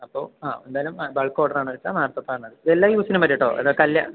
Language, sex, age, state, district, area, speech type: Malayalam, male, 18-30, Kerala, Palakkad, rural, conversation